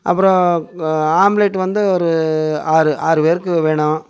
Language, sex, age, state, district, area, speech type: Tamil, male, 60+, Tamil Nadu, Coimbatore, rural, spontaneous